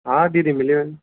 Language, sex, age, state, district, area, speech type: Sindhi, male, 18-30, Rajasthan, Ajmer, urban, conversation